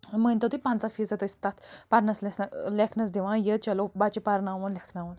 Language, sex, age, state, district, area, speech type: Kashmiri, female, 45-60, Jammu and Kashmir, Bandipora, rural, spontaneous